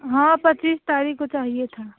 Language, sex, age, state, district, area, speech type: Hindi, female, 18-30, Uttar Pradesh, Jaunpur, rural, conversation